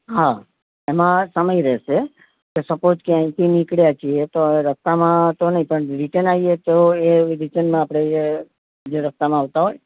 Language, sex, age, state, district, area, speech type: Gujarati, male, 45-60, Gujarat, Ahmedabad, urban, conversation